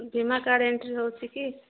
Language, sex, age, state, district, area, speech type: Odia, female, 18-30, Odisha, Nabarangpur, urban, conversation